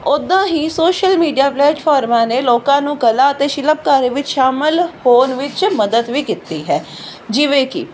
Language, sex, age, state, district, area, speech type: Punjabi, female, 18-30, Punjab, Fazilka, rural, spontaneous